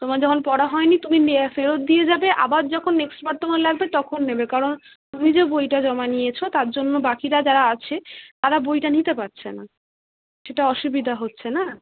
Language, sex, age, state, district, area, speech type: Bengali, female, 18-30, West Bengal, Kolkata, urban, conversation